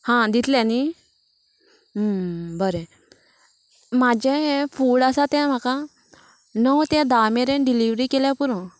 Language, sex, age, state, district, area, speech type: Goan Konkani, female, 30-45, Goa, Canacona, rural, spontaneous